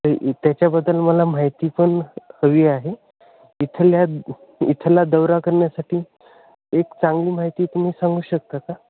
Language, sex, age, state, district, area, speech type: Marathi, male, 30-45, Maharashtra, Hingoli, rural, conversation